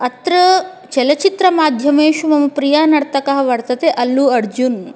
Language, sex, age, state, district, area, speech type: Sanskrit, female, 30-45, Telangana, Hyderabad, urban, spontaneous